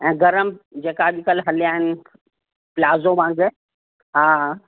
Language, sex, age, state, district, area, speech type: Sindhi, female, 60+, Uttar Pradesh, Lucknow, rural, conversation